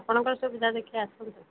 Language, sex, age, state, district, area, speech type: Odia, female, 45-60, Odisha, Sundergarh, rural, conversation